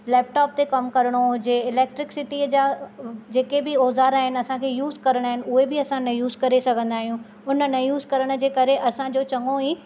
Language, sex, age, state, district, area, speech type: Sindhi, female, 30-45, Maharashtra, Thane, urban, spontaneous